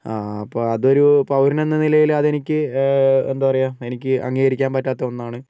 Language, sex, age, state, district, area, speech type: Malayalam, male, 60+, Kerala, Wayanad, rural, spontaneous